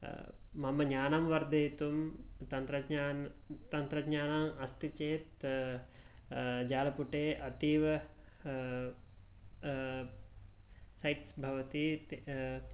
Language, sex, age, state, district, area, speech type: Sanskrit, male, 18-30, Karnataka, Mysore, rural, spontaneous